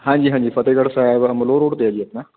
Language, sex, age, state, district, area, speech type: Punjabi, male, 45-60, Punjab, Fatehgarh Sahib, rural, conversation